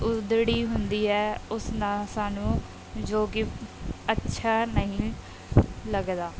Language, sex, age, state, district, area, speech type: Punjabi, female, 30-45, Punjab, Bathinda, urban, spontaneous